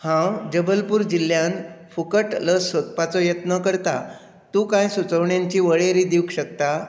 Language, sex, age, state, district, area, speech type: Goan Konkani, male, 60+, Goa, Bardez, urban, read